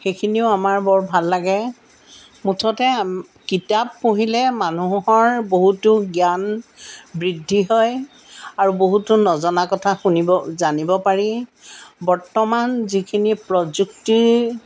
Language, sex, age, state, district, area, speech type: Assamese, female, 60+, Assam, Jorhat, urban, spontaneous